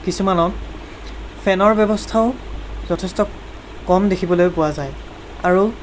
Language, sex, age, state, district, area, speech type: Assamese, male, 18-30, Assam, Nagaon, rural, spontaneous